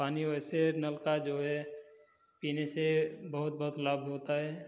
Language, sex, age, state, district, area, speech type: Hindi, male, 30-45, Uttar Pradesh, Prayagraj, urban, spontaneous